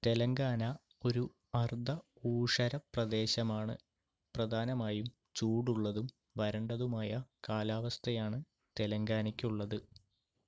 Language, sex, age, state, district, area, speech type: Malayalam, male, 45-60, Kerala, Palakkad, rural, read